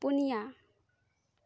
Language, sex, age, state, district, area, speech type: Santali, female, 18-30, West Bengal, Bankura, rural, read